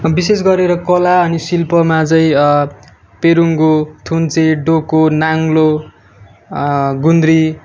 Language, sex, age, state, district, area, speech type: Nepali, male, 18-30, West Bengal, Darjeeling, rural, spontaneous